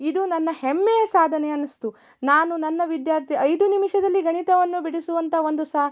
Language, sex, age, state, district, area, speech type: Kannada, female, 30-45, Karnataka, Shimoga, rural, spontaneous